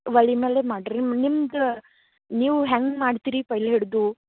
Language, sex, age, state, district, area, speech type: Kannada, female, 18-30, Karnataka, Bidar, rural, conversation